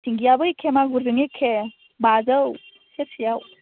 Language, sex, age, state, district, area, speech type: Bodo, female, 18-30, Assam, Baksa, rural, conversation